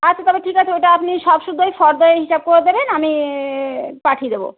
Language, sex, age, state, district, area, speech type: Bengali, female, 30-45, West Bengal, Howrah, urban, conversation